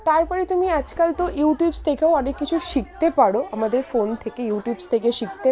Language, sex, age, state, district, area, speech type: Bengali, female, 30-45, West Bengal, Dakshin Dinajpur, urban, spontaneous